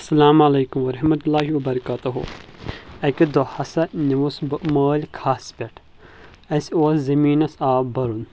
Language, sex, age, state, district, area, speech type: Kashmiri, male, 18-30, Jammu and Kashmir, Shopian, rural, spontaneous